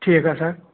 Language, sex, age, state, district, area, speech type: Kashmiri, male, 30-45, Jammu and Kashmir, Kupwara, urban, conversation